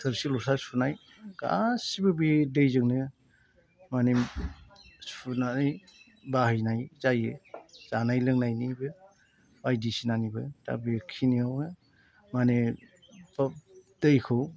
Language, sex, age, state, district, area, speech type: Bodo, male, 60+, Assam, Chirang, rural, spontaneous